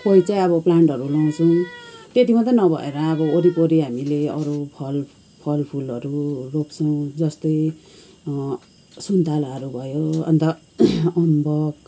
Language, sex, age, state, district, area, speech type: Nepali, female, 45-60, West Bengal, Kalimpong, rural, spontaneous